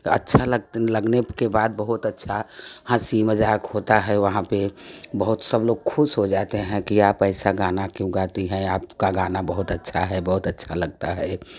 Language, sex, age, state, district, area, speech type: Hindi, female, 60+, Uttar Pradesh, Prayagraj, rural, spontaneous